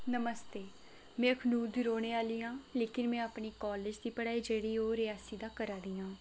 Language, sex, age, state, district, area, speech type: Dogri, female, 18-30, Jammu and Kashmir, Reasi, rural, spontaneous